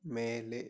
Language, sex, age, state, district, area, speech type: Tamil, male, 18-30, Tamil Nadu, Coimbatore, rural, read